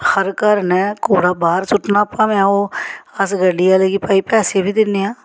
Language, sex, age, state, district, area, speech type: Dogri, female, 45-60, Jammu and Kashmir, Samba, rural, spontaneous